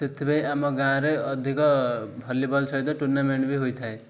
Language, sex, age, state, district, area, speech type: Odia, male, 18-30, Odisha, Ganjam, urban, spontaneous